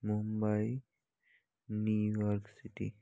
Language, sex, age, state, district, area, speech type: Bengali, male, 18-30, West Bengal, North 24 Parganas, rural, spontaneous